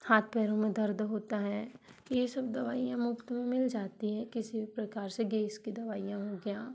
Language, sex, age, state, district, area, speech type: Hindi, female, 60+, Madhya Pradesh, Balaghat, rural, spontaneous